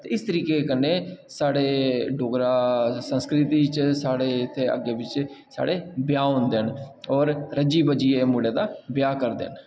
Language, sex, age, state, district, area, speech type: Dogri, male, 30-45, Jammu and Kashmir, Jammu, rural, spontaneous